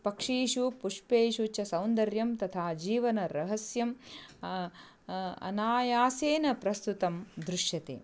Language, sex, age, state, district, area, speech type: Sanskrit, female, 45-60, Karnataka, Dharwad, urban, spontaneous